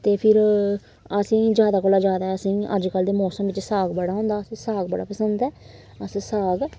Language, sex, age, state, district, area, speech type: Dogri, female, 30-45, Jammu and Kashmir, Samba, rural, spontaneous